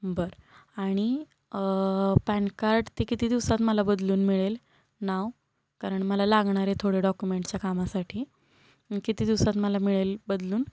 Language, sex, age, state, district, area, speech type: Marathi, female, 18-30, Maharashtra, Satara, urban, spontaneous